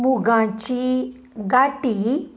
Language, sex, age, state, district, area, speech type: Goan Konkani, female, 45-60, Goa, Salcete, urban, spontaneous